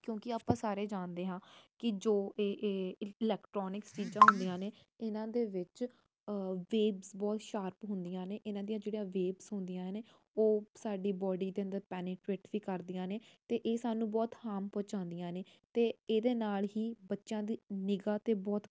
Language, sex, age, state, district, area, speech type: Punjabi, female, 18-30, Punjab, Jalandhar, urban, spontaneous